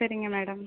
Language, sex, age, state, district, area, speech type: Tamil, female, 18-30, Tamil Nadu, Mayiladuthurai, rural, conversation